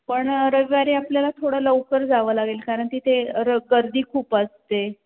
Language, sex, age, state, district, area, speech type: Marathi, female, 30-45, Maharashtra, Pune, urban, conversation